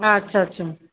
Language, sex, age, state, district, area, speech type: Bengali, female, 45-60, West Bengal, Paschim Bardhaman, urban, conversation